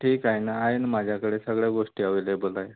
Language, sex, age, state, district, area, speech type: Marathi, male, 30-45, Maharashtra, Wardha, rural, conversation